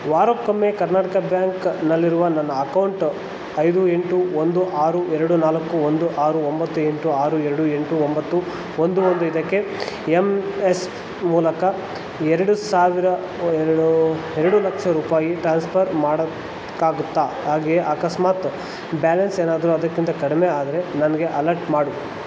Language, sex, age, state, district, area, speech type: Kannada, male, 30-45, Karnataka, Kolar, rural, read